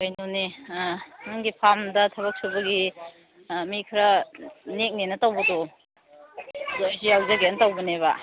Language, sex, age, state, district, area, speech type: Manipuri, female, 30-45, Manipur, Kangpokpi, urban, conversation